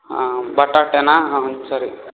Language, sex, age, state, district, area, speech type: Kannada, male, 18-30, Karnataka, Uttara Kannada, rural, conversation